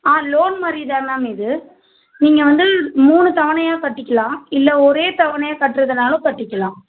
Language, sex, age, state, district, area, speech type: Tamil, female, 30-45, Tamil Nadu, Tiruvallur, urban, conversation